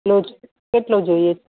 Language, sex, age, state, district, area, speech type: Gujarati, female, 45-60, Gujarat, Surat, urban, conversation